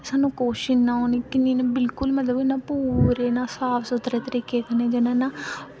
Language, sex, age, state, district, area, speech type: Dogri, female, 18-30, Jammu and Kashmir, Samba, rural, spontaneous